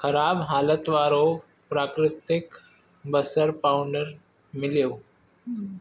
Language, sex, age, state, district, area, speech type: Sindhi, male, 30-45, Maharashtra, Mumbai Suburban, urban, read